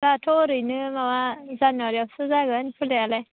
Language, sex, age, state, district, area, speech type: Bodo, female, 18-30, Assam, Baksa, rural, conversation